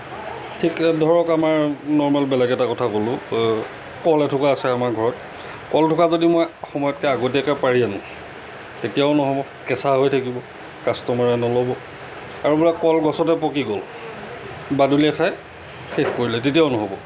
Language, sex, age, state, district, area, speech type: Assamese, male, 45-60, Assam, Lakhimpur, rural, spontaneous